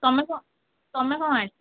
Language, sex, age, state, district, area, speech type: Odia, female, 45-60, Odisha, Sundergarh, rural, conversation